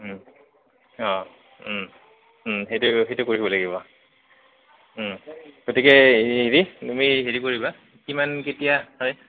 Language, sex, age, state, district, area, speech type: Assamese, male, 30-45, Assam, Goalpara, urban, conversation